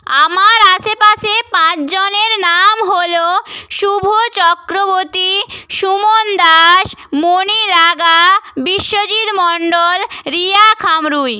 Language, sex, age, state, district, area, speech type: Bengali, female, 30-45, West Bengal, Purba Medinipur, rural, spontaneous